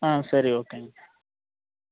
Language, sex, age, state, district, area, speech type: Tamil, male, 18-30, Tamil Nadu, Dharmapuri, rural, conversation